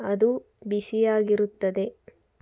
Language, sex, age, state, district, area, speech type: Kannada, female, 18-30, Karnataka, Tumkur, urban, read